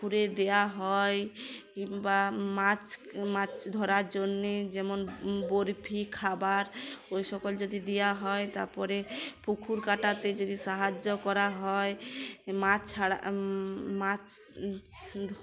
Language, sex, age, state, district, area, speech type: Bengali, female, 45-60, West Bengal, Uttar Dinajpur, urban, spontaneous